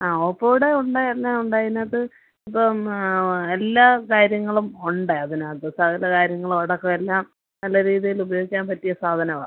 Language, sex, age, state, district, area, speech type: Malayalam, female, 45-60, Kerala, Kottayam, rural, conversation